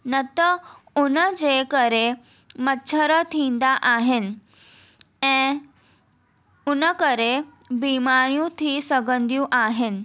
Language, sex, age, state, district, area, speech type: Sindhi, female, 18-30, Maharashtra, Mumbai Suburban, urban, spontaneous